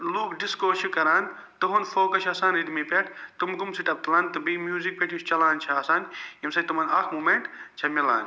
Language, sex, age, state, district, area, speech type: Kashmiri, male, 45-60, Jammu and Kashmir, Srinagar, urban, spontaneous